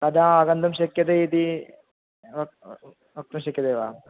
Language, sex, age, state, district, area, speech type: Sanskrit, male, 18-30, Kerala, Thrissur, rural, conversation